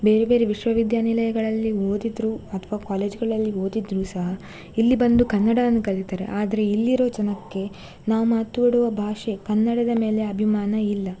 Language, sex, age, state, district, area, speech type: Kannada, female, 18-30, Karnataka, Dakshina Kannada, rural, spontaneous